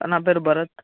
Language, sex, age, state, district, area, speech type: Telugu, male, 18-30, Telangana, Mancherial, rural, conversation